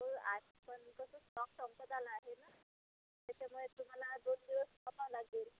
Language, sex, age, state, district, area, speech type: Marathi, female, 30-45, Maharashtra, Amravati, urban, conversation